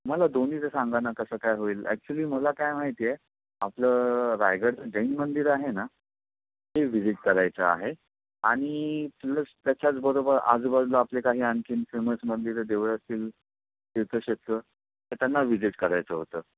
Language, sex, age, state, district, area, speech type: Marathi, male, 30-45, Maharashtra, Raigad, rural, conversation